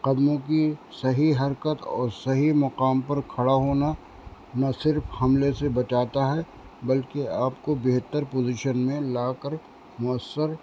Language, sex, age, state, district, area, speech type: Urdu, male, 60+, Uttar Pradesh, Rampur, urban, spontaneous